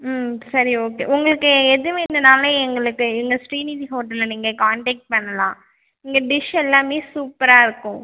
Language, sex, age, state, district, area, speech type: Tamil, female, 18-30, Tamil Nadu, Cuddalore, rural, conversation